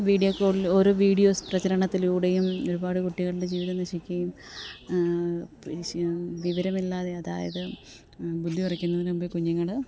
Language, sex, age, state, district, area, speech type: Malayalam, female, 30-45, Kerala, Alappuzha, rural, spontaneous